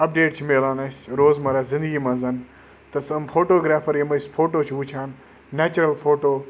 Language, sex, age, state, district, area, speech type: Kashmiri, male, 30-45, Jammu and Kashmir, Kupwara, rural, spontaneous